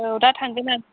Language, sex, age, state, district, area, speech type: Bodo, female, 30-45, Assam, Chirang, rural, conversation